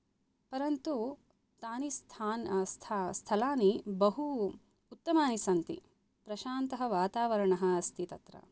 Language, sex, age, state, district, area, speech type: Sanskrit, female, 30-45, Karnataka, Bangalore Urban, urban, spontaneous